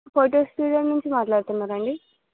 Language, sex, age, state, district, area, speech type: Telugu, female, 18-30, Telangana, Nizamabad, urban, conversation